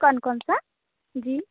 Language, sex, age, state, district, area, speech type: Hindi, female, 30-45, Madhya Pradesh, Balaghat, rural, conversation